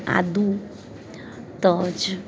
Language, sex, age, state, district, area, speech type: Gujarati, female, 60+, Gujarat, Valsad, rural, spontaneous